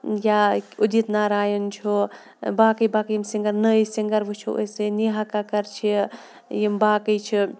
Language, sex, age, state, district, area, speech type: Kashmiri, female, 30-45, Jammu and Kashmir, Shopian, urban, spontaneous